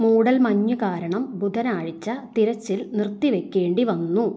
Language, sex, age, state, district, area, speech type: Malayalam, female, 30-45, Kerala, Kottayam, rural, read